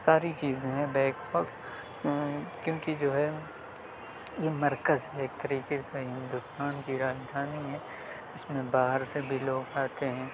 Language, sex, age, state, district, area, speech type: Urdu, male, 18-30, Delhi, South Delhi, urban, spontaneous